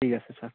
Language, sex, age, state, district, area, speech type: Assamese, male, 18-30, Assam, Barpeta, rural, conversation